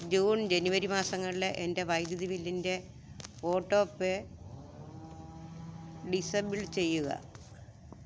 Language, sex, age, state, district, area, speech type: Malayalam, female, 60+, Kerala, Alappuzha, rural, read